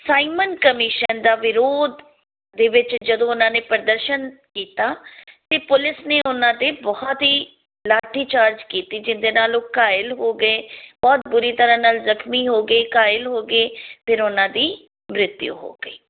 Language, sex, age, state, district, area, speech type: Punjabi, female, 30-45, Punjab, Firozpur, urban, conversation